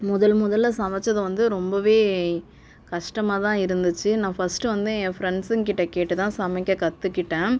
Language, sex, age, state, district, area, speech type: Tamil, male, 45-60, Tamil Nadu, Cuddalore, rural, spontaneous